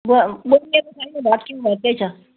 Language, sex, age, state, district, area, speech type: Nepali, female, 60+, West Bengal, Jalpaiguri, rural, conversation